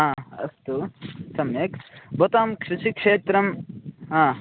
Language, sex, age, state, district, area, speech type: Sanskrit, male, 18-30, Karnataka, Chikkamagaluru, rural, conversation